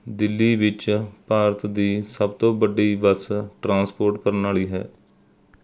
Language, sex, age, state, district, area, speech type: Punjabi, male, 30-45, Punjab, Mohali, rural, read